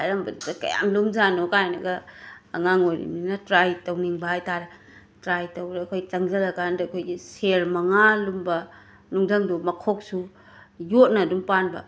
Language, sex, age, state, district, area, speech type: Manipuri, female, 30-45, Manipur, Imphal West, rural, spontaneous